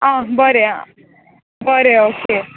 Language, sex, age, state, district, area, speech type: Goan Konkani, female, 18-30, Goa, Tiswadi, rural, conversation